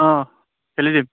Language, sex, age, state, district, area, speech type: Assamese, male, 30-45, Assam, Lakhimpur, rural, conversation